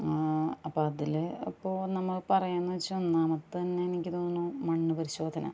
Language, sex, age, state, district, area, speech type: Malayalam, female, 30-45, Kerala, Ernakulam, rural, spontaneous